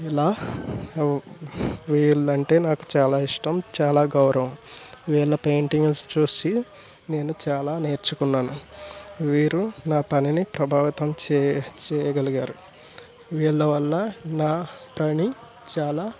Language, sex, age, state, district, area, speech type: Telugu, male, 18-30, Andhra Pradesh, East Godavari, rural, spontaneous